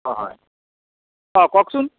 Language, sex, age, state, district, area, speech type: Assamese, male, 60+, Assam, Lakhimpur, urban, conversation